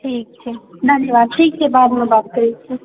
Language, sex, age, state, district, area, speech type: Maithili, female, 18-30, Bihar, Supaul, rural, conversation